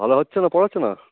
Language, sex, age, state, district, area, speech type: Bengali, male, 45-60, West Bengal, Howrah, urban, conversation